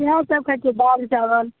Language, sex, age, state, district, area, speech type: Maithili, female, 18-30, Bihar, Madhepura, urban, conversation